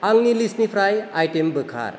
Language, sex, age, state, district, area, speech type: Bodo, male, 30-45, Assam, Kokrajhar, urban, read